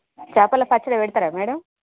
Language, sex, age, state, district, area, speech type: Telugu, female, 30-45, Telangana, Jagtial, urban, conversation